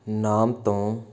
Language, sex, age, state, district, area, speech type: Punjabi, male, 18-30, Punjab, Faridkot, urban, read